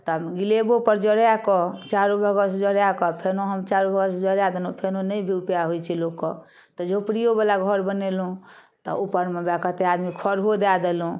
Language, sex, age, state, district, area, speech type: Maithili, female, 45-60, Bihar, Darbhanga, urban, spontaneous